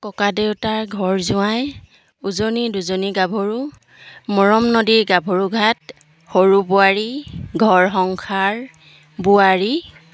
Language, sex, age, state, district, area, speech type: Assamese, female, 45-60, Assam, Jorhat, urban, spontaneous